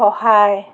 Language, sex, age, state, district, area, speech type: Assamese, female, 45-60, Assam, Jorhat, urban, read